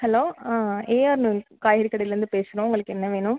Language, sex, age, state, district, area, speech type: Tamil, female, 30-45, Tamil Nadu, Pudukkottai, rural, conversation